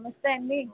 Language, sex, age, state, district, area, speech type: Telugu, female, 30-45, Andhra Pradesh, Vizianagaram, urban, conversation